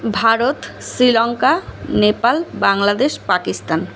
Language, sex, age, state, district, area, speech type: Bengali, female, 18-30, West Bengal, South 24 Parganas, urban, spontaneous